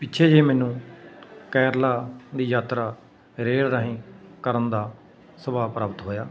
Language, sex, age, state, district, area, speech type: Punjabi, male, 30-45, Punjab, Patiala, urban, spontaneous